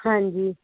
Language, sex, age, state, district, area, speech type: Punjabi, female, 18-30, Punjab, Muktsar, urban, conversation